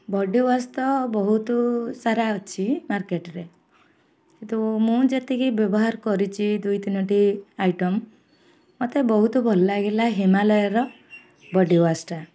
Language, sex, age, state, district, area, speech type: Odia, female, 18-30, Odisha, Jagatsinghpur, urban, spontaneous